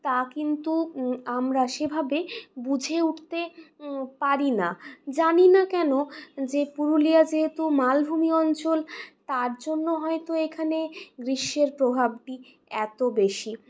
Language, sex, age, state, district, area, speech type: Bengali, female, 60+, West Bengal, Purulia, urban, spontaneous